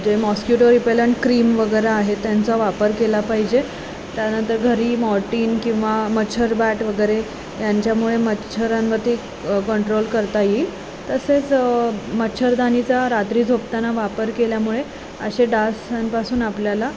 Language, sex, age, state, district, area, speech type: Marathi, female, 18-30, Maharashtra, Sangli, urban, spontaneous